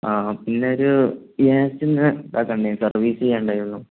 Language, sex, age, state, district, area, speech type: Malayalam, male, 30-45, Kerala, Malappuram, rural, conversation